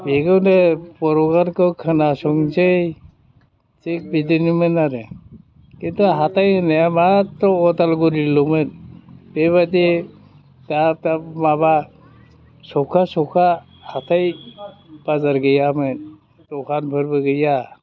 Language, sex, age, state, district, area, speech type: Bodo, male, 60+, Assam, Udalguri, rural, spontaneous